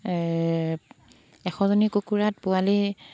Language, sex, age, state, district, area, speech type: Assamese, female, 30-45, Assam, Charaideo, rural, spontaneous